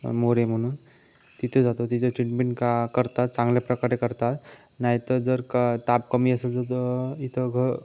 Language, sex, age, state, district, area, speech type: Marathi, male, 18-30, Maharashtra, Sindhudurg, rural, spontaneous